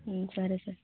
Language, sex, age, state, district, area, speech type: Telugu, female, 18-30, Andhra Pradesh, Vizianagaram, urban, conversation